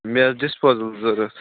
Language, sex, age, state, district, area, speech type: Kashmiri, male, 18-30, Jammu and Kashmir, Bandipora, rural, conversation